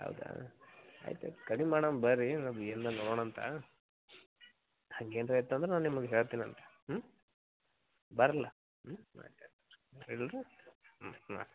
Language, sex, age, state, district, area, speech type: Kannada, male, 30-45, Karnataka, Gulbarga, urban, conversation